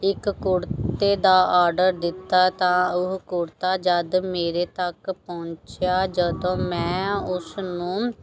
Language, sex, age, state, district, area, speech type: Punjabi, female, 30-45, Punjab, Pathankot, rural, spontaneous